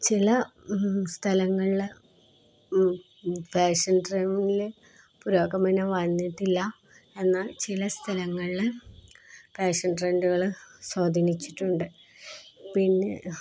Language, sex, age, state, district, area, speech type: Malayalam, female, 30-45, Kerala, Kozhikode, rural, spontaneous